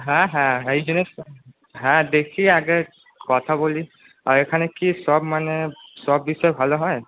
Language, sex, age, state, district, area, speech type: Bengali, male, 18-30, West Bengal, Purba Bardhaman, urban, conversation